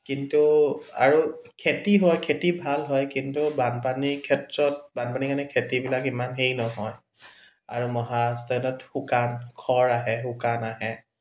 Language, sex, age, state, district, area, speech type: Assamese, male, 30-45, Assam, Dibrugarh, urban, spontaneous